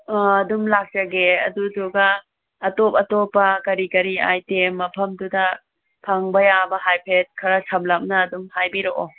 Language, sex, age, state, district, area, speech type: Manipuri, female, 60+, Manipur, Thoubal, rural, conversation